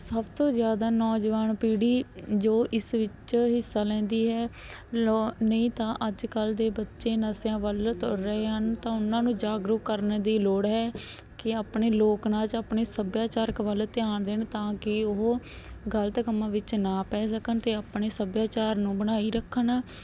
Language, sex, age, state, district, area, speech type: Punjabi, female, 18-30, Punjab, Barnala, rural, spontaneous